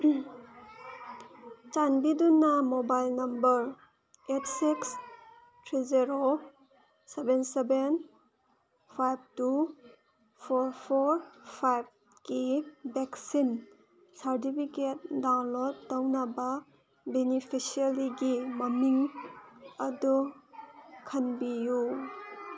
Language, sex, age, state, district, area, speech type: Manipuri, female, 30-45, Manipur, Senapati, rural, read